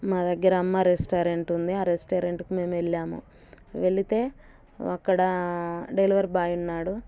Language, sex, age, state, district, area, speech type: Telugu, female, 30-45, Telangana, Warangal, rural, spontaneous